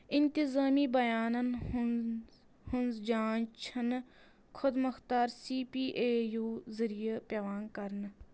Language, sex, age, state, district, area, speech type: Kashmiri, female, 18-30, Jammu and Kashmir, Anantnag, rural, read